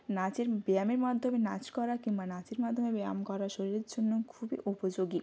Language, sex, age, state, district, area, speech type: Bengali, female, 18-30, West Bengal, Jalpaiguri, rural, spontaneous